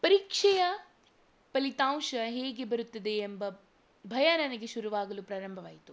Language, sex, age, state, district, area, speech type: Kannada, female, 18-30, Karnataka, Shimoga, rural, spontaneous